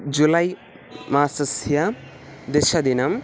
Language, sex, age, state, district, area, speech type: Sanskrit, male, 18-30, Kerala, Thiruvananthapuram, urban, spontaneous